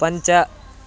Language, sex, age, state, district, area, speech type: Sanskrit, male, 18-30, Karnataka, Bidar, rural, read